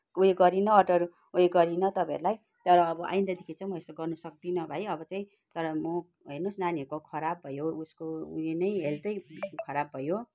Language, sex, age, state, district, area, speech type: Nepali, female, 30-45, West Bengal, Kalimpong, rural, spontaneous